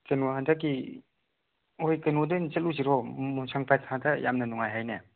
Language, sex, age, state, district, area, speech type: Manipuri, male, 18-30, Manipur, Chandel, rural, conversation